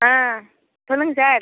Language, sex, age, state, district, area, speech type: Tamil, male, 18-30, Tamil Nadu, Cuddalore, rural, conversation